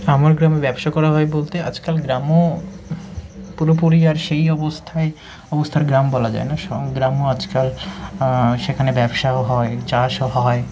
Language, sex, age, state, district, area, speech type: Bengali, male, 45-60, West Bengal, South 24 Parganas, rural, spontaneous